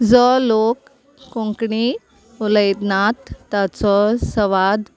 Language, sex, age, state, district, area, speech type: Goan Konkani, female, 30-45, Goa, Salcete, rural, spontaneous